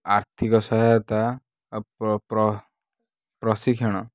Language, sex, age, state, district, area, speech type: Odia, male, 18-30, Odisha, Kalahandi, rural, spontaneous